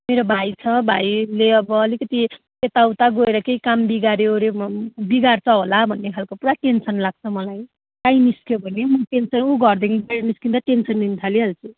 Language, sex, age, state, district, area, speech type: Nepali, female, 30-45, West Bengal, Jalpaiguri, urban, conversation